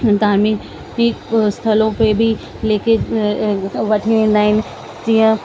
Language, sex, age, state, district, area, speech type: Sindhi, female, 30-45, Delhi, South Delhi, urban, spontaneous